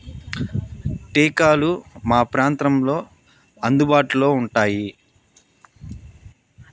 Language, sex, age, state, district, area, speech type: Telugu, male, 18-30, Andhra Pradesh, Sri Balaji, rural, spontaneous